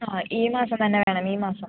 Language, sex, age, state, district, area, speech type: Malayalam, female, 18-30, Kerala, Thrissur, rural, conversation